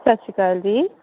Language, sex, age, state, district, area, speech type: Punjabi, female, 30-45, Punjab, Amritsar, urban, conversation